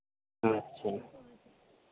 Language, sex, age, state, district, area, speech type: Bengali, male, 18-30, West Bengal, Purba Bardhaman, urban, conversation